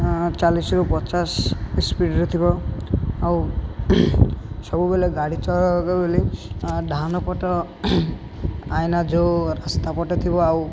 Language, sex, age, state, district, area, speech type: Odia, male, 18-30, Odisha, Malkangiri, urban, spontaneous